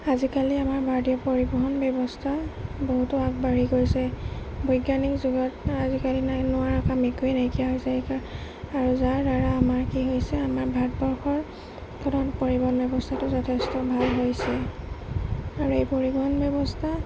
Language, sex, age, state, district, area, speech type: Assamese, female, 30-45, Assam, Golaghat, urban, spontaneous